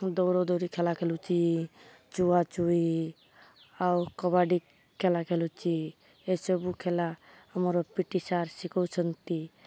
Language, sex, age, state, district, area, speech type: Odia, female, 30-45, Odisha, Malkangiri, urban, spontaneous